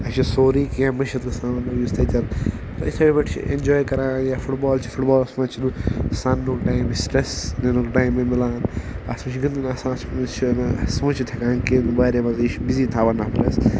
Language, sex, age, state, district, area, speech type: Kashmiri, male, 18-30, Jammu and Kashmir, Ganderbal, rural, spontaneous